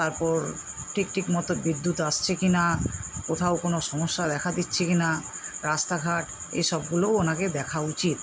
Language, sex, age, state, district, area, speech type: Bengali, female, 60+, West Bengal, Paschim Medinipur, rural, spontaneous